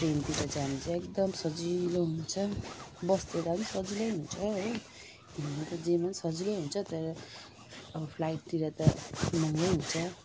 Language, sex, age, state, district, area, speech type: Nepali, female, 45-60, West Bengal, Jalpaiguri, rural, spontaneous